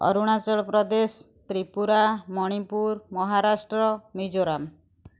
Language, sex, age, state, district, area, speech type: Odia, female, 30-45, Odisha, Kendujhar, urban, spontaneous